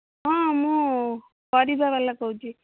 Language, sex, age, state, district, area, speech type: Odia, female, 18-30, Odisha, Bhadrak, rural, conversation